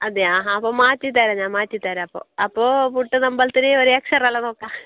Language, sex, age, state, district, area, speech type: Malayalam, female, 30-45, Kerala, Kasaragod, rural, conversation